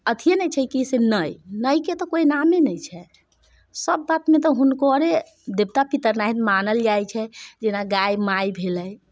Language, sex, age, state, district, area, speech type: Maithili, female, 45-60, Bihar, Muzaffarpur, rural, spontaneous